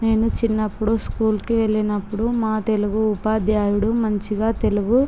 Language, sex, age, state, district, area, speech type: Telugu, female, 18-30, Andhra Pradesh, Visakhapatnam, urban, spontaneous